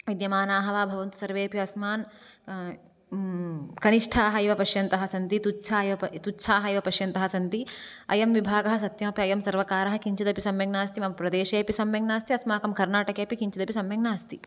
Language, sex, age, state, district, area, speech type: Sanskrit, female, 18-30, Karnataka, Dakshina Kannada, urban, spontaneous